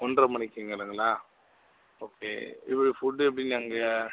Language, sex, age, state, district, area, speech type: Tamil, male, 60+, Tamil Nadu, Mayiladuthurai, rural, conversation